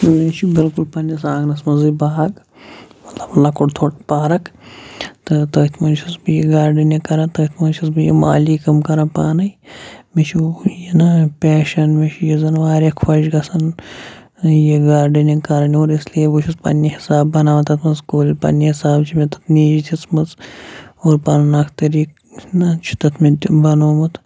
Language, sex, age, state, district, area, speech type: Kashmiri, male, 30-45, Jammu and Kashmir, Shopian, rural, spontaneous